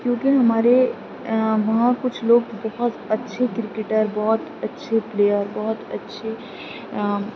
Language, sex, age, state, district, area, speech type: Urdu, female, 18-30, Uttar Pradesh, Aligarh, urban, spontaneous